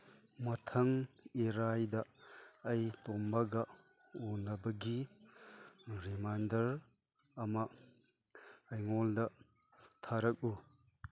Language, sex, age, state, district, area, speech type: Manipuri, male, 60+, Manipur, Chandel, rural, read